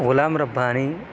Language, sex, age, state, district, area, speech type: Urdu, male, 18-30, Delhi, South Delhi, urban, spontaneous